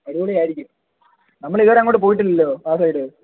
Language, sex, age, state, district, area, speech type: Malayalam, male, 18-30, Kerala, Kollam, rural, conversation